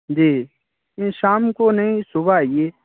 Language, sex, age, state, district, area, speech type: Urdu, male, 45-60, Uttar Pradesh, Lucknow, rural, conversation